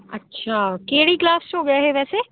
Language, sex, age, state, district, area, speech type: Punjabi, female, 18-30, Punjab, Muktsar, rural, conversation